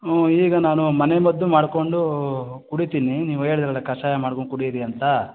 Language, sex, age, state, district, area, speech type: Kannada, male, 30-45, Karnataka, Chikkaballapur, rural, conversation